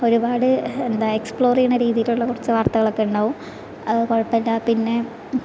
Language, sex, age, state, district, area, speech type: Malayalam, female, 18-30, Kerala, Thrissur, rural, spontaneous